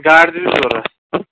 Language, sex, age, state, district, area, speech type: Kashmiri, male, 30-45, Jammu and Kashmir, Kulgam, urban, conversation